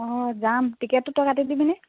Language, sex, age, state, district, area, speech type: Assamese, female, 18-30, Assam, Charaideo, urban, conversation